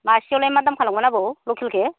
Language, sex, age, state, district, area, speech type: Bodo, female, 45-60, Assam, Baksa, rural, conversation